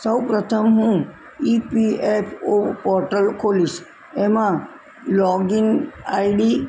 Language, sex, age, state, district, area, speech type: Gujarati, female, 60+, Gujarat, Kheda, rural, spontaneous